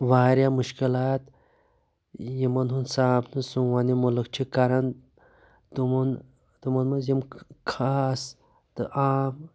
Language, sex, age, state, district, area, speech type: Kashmiri, male, 30-45, Jammu and Kashmir, Pulwama, rural, spontaneous